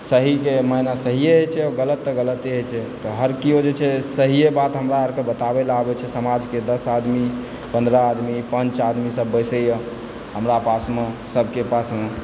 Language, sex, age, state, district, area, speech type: Maithili, male, 18-30, Bihar, Supaul, rural, spontaneous